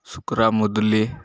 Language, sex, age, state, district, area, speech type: Odia, male, 18-30, Odisha, Malkangiri, urban, spontaneous